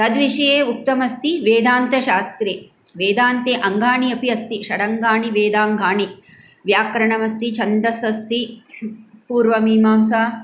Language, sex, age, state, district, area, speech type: Sanskrit, female, 45-60, Tamil Nadu, Coimbatore, urban, spontaneous